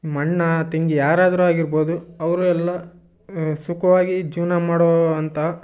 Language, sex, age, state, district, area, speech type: Kannada, male, 18-30, Karnataka, Chitradurga, rural, spontaneous